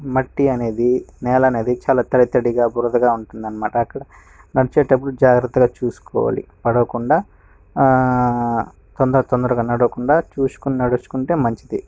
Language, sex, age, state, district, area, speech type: Telugu, male, 18-30, Andhra Pradesh, Sri Balaji, rural, spontaneous